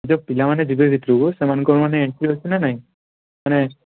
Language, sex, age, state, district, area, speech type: Odia, male, 18-30, Odisha, Balasore, rural, conversation